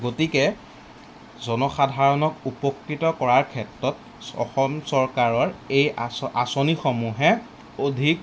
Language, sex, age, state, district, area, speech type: Assamese, male, 18-30, Assam, Jorhat, urban, spontaneous